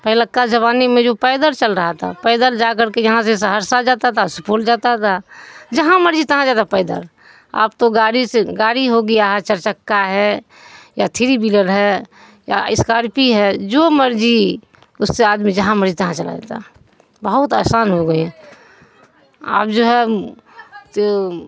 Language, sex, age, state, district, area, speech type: Urdu, female, 60+, Bihar, Supaul, rural, spontaneous